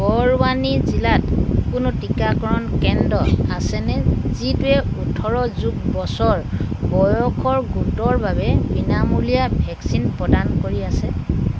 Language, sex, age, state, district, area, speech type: Assamese, female, 60+, Assam, Dibrugarh, rural, read